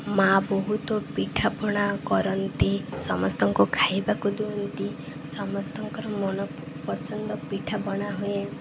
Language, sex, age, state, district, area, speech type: Odia, female, 18-30, Odisha, Malkangiri, urban, spontaneous